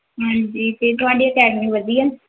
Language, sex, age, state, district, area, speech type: Punjabi, female, 18-30, Punjab, Hoshiarpur, rural, conversation